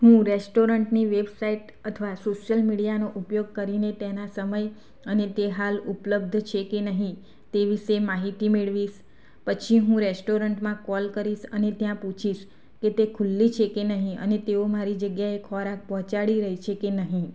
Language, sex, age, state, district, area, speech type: Gujarati, female, 30-45, Gujarat, Anand, rural, spontaneous